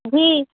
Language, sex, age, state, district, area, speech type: Urdu, female, 18-30, Bihar, Khagaria, rural, conversation